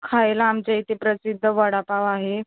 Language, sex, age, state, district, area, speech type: Marathi, female, 18-30, Maharashtra, Solapur, urban, conversation